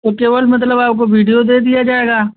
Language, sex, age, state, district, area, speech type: Hindi, male, 18-30, Uttar Pradesh, Azamgarh, rural, conversation